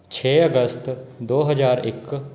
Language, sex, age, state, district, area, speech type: Punjabi, male, 18-30, Punjab, Patiala, urban, spontaneous